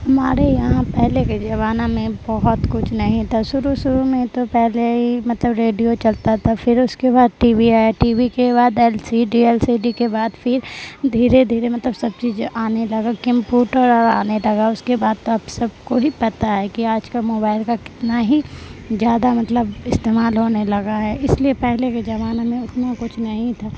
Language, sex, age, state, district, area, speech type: Urdu, female, 18-30, Bihar, Supaul, rural, spontaneous